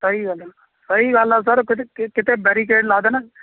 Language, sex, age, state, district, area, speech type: Punjabi, male, 45-60, Punjab, Kapurthala, urban, conversation